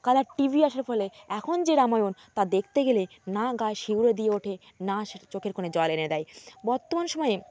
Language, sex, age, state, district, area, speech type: Bengali, female, 18-30, West Bengal, Jalpaiguri, rural, spontaneous